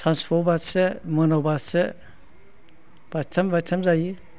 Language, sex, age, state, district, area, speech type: Bodo, male, 60+, Assam, Udalguri, rural, spontaneous